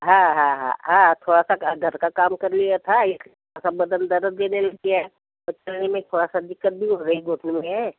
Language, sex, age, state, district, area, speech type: Hindi, female, 60+, Madhya Pradesh, Bhopal, urban, conversation